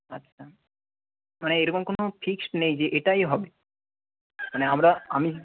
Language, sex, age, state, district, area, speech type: Bengali, male, 18-30, West Bengal, Nadia, rural, conversation